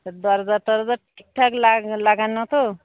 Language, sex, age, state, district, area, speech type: Bengali, female, 60+, West Bengal, Darjeeling, urban, conversation